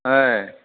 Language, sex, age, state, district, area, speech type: Telugu, male, 60+, Andhra Pradesh, East Godavari, rural, conversation